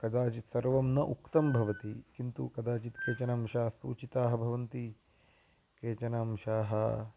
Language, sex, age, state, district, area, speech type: Sanskrit, male, 30-45, Karnataka, Uttara Kannada, rural, spontaneous